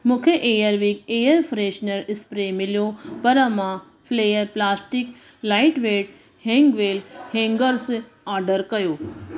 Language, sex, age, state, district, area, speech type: Sindhi, female, 30-45, Gujarat, Surat, urban, read